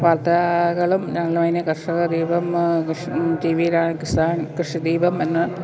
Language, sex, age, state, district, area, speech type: Malayalam, female, 45-60, Kerala, Pathanamthitta, rural, spontaneous